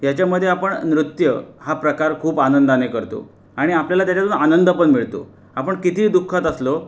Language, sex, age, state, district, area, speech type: Marathi, male, 30-45, Maharashtra, Raigad, rural, spontaneous